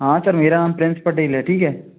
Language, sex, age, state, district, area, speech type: Hindi, male, 18-30, Madhya Pradesh, Jabalpur, urban, conversation